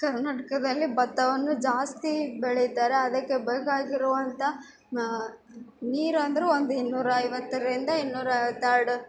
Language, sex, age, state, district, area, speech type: Kannada, female, 18-30, Karnataka, Bellary, urban, spontaneous